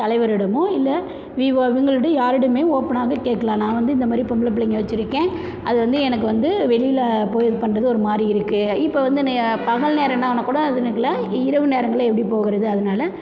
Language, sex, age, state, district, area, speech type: Tamil, female, 30-45, Tamil Nadu, Perambalur, rural, spontaneous